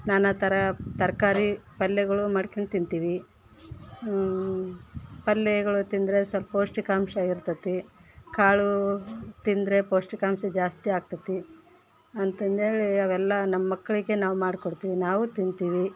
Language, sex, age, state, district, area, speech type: Kannada, female, 30-45, Karnataka, Vijayanagara, rural, spontaneous